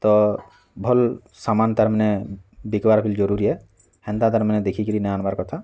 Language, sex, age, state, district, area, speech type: Odia, male, 18-30, Odisha, Bargarh, rural, spontaneous